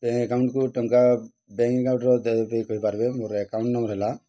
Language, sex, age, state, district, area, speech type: Odia, female, 30-45, Odisha, Balangir, urban, spontaneous